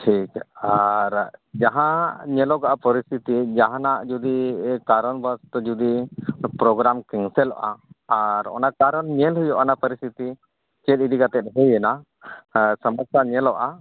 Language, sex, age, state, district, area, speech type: Santali, male, 30-45, Jharkhand, East Singhbhum, rural, conversation